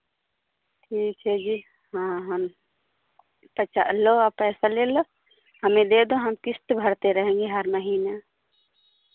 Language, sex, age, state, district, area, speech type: Hindi, female, 45-60, Uttar Pradesh, Pratapgarh, rural, conversation